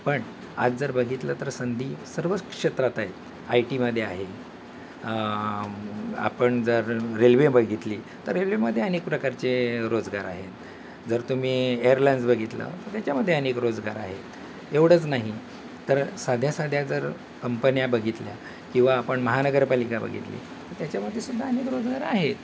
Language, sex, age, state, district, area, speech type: Marathi, male, 60+, Maharashtra, Thane, rural, spontaneous